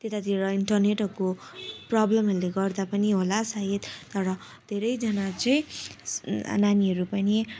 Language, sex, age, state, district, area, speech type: Nepali, female, 18-30, West Bengal, Darjeeling, rural, spontaneous